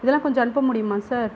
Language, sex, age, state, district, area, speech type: Tamil, female, 45-60, Tamil Nadu, Pudukkottai, rural, spontaneous